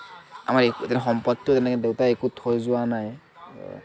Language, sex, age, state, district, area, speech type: Assamese, male, 45-60, Assam, Kamrup Metropolitan, urban, spontaneous